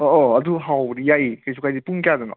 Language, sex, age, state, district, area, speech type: Manipuri, male, 30-45, Manipur, Imphal West, urban, conversation